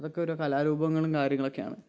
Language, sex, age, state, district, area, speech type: Malayalam, male, 18-30, Kerala, Wayanad, rural, spontaneous